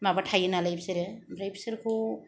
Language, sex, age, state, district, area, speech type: Bodo, female, 30-45, Assam, Kokrajhar, rural, spontaneous